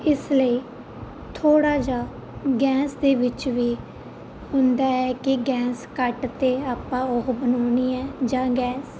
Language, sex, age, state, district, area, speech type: Punjabi, female, 18-30, Punjab, Fazilka, rural, spontaneous